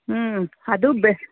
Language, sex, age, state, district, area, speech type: Kannada, female, 45-60, Karnataka, Bangalore Urban, urban, conversation